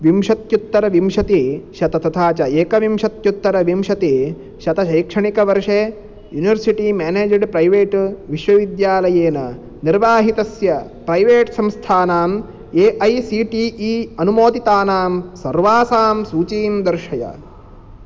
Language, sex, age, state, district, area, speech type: Sanskrit, male, 18-30, Karnataka, Uttara Kannada, rural, read